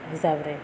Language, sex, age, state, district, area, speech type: Odia, female, 18-30, Odisha, Ganjam, urban, spontaneous